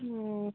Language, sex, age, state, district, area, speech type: Bengali, female, 30-45, West Bengal, Birbhum, urban, conversation